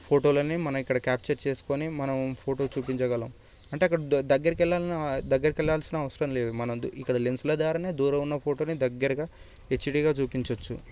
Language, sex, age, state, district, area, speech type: Telugu, male, 18-30, Telangana, Sangareddy, urban, spontaneous